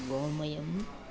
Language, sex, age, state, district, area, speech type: Sanskrit, male, 30-45, Kerala, Kannur, rural, spontaneous